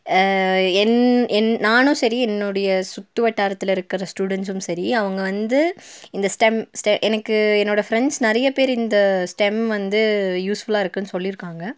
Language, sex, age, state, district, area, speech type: Tamil, female, 18-30, Tamil Nadu, Nilgiris, urban, spontaneous